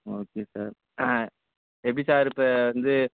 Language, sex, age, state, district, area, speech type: Tamil, male, 18-30, Tamil Nadu, Tiruchirappalli, rural, conversation